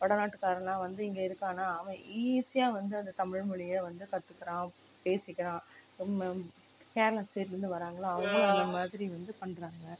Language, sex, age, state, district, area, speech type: Tamil, female, 30-45, Tamil Nadu, Coimbatore, rural, spontaneous